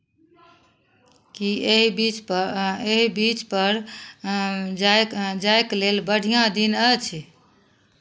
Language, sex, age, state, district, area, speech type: Maithili, female, 60+, Bihar, Madhubani, rural, read